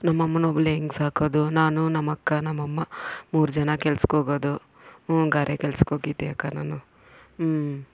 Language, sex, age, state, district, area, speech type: Kannada, female, 45-60, Karnataka, Bangalore Rural, rural, spontaneous